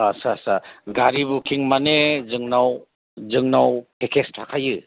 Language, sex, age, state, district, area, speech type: Bodo, male, 45-60, Assam, Chirang, rural, conversation